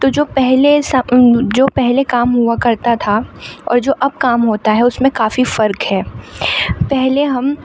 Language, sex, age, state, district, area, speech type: Urdu, female, 30-45, Uttar Pradesh, Aligarh, urban, spontaneous